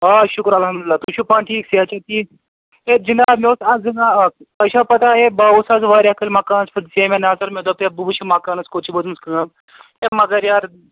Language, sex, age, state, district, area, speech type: Kashmiri, male, 30-45, Jammu and Kashmir, Srinagar, urban, conversation